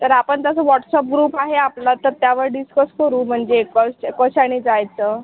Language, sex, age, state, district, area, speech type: Marathi, female, 30-45, Maharashtra, Amravati, rural, conversation